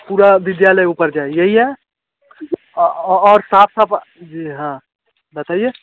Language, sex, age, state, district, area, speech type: Hindi, male, 18-30, Bihar, Darbhanga, rural, conversation